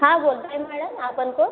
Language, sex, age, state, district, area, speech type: Marathi, female, 30-45, Maharashtra, Buldhana, urban, conversation